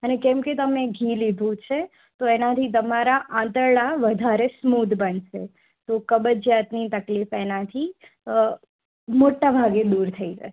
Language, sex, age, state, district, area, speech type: Gujarati, female, 18-30, Gujarat, Morbi, urban, conversation